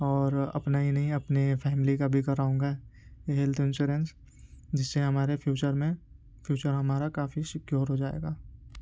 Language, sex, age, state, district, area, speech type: Urdu, male, 18-30, Uttar Pradesh, Ghaziabad, urban, spontaneous